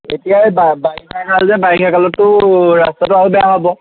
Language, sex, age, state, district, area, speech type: Assamese, male, 18-30, Assam, Jorhat, urban, conversation